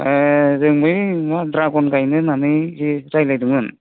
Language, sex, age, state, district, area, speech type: Bodo, male, 45-60, Assam, Udalguri, rural, conversation